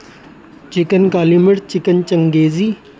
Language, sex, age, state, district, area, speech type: Urdu, male, 30-45, Uttar Pradesh, Rampur, urban, spontaneous